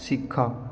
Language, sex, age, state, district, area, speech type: Odia, male, 18-30, Odisha, Puri, urban, read